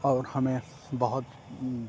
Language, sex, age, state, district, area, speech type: Urdu, male, 18-30, Uttar Pradesh, Lucknow, urban, spontaneous